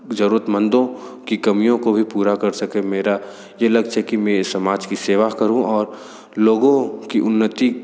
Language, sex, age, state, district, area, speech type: Hindi, male, 18-30, Uttar Pradesh, Sonbhadra, rural, spontaneous